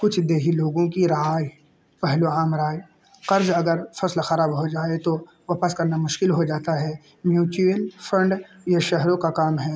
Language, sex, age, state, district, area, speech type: Urdu, male, 18-30, Uttar Pradesh, Balrampur, rural, spontaneous